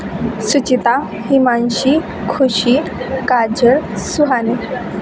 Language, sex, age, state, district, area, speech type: Marathi, female, 18-30, Maharashtra, Wardha, rural, spontaneous